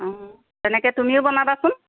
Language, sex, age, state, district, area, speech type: Assamese, female, 45-60, Assam, Sivasagar, rural, conversation